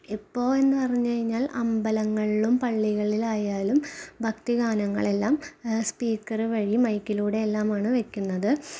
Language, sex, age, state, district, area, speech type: Malayalam, female, 18-30, Kerala, Ernakulam, rural, spontaneous